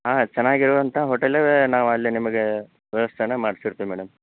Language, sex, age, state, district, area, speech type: Kannada, male, 30-45, Karnataka, Chikkaballapur, urban, conversation